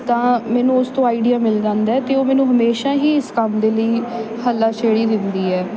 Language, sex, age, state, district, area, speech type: Punjabi, female, 18-30, Punjab, Bathinda, urban, spontaneous